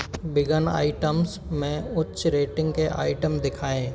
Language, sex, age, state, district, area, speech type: Hindi, male, 30-45, Rajasthan, Karauli, rural, read